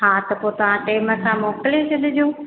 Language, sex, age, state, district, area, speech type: Sindhi, female, 30-45, Madhya Pradesh, Katni, urban, conversation